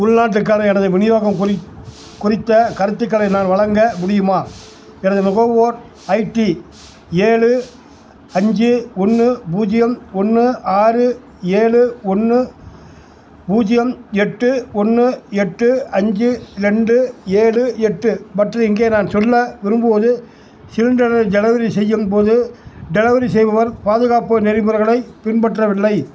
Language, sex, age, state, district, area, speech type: Tamil, male, 60+, Tamil Nadu, Tiruchirappalli, rural, read